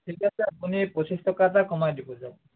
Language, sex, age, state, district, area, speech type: Assamese, male, 45-60, Assam, Biswanath, rural, conversation